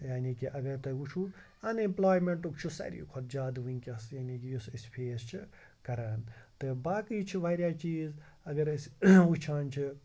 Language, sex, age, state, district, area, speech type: Kashmiri, male, 45-60, Jammu and Kashmir, Srinagar, urban, spontaneous